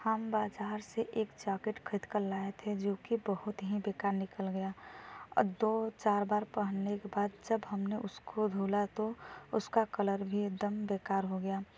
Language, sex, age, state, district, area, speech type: Hindi, female, 18-30, Uttar Pradesh, Varanasi, rural, spontaneous